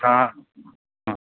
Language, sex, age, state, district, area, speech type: Malayalam, male, 45-60, Kerala, Kottayam, rural, conversation